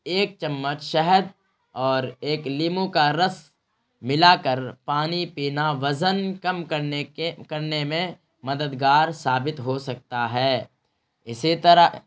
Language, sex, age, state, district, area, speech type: Urdu, male, 30-45, Bihar, Araria, rural, spontaneous